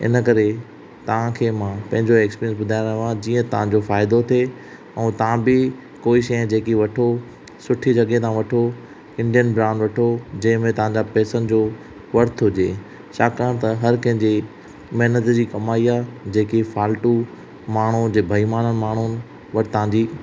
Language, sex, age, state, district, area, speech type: Sindhi, male, 30-45, Maharashtra, Thane, urban, spontaneous